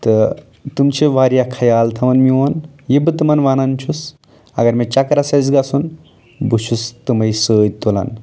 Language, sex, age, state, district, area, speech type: Kashmiri, male, 18-30, Jammu and Kashmir, Anantnag, rural, spontaneous